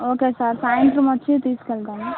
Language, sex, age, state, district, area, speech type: Telugu, female, 18-30, Andhra Pradesh, Guntur, urban, conversation